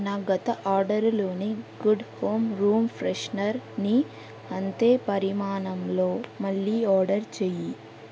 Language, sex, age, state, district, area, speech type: Telugu, female, 18-30, Telangana, Yadadri Bhuvanagiri, urban, read